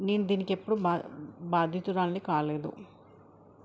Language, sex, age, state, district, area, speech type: Telugu, female, 18-30, Telangana, Hanamkonda, urban, spontaneous